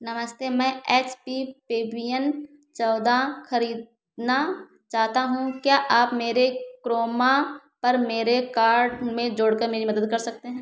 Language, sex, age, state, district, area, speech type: Hindi, female, 30-45, Uttar Pradesh, Ayodhya, rural, read